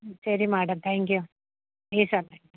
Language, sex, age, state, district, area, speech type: Malayalam, female, 30-45, Kerala, Kottayam, rural, conversation